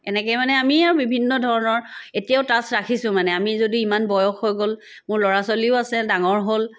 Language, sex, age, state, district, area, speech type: Assamese, female, 30-45, Assam, Sivasagar, rural, spontaneous